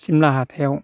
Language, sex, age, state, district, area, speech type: Bodo, male, 60+, Assam, Baksa, rural, spontaneous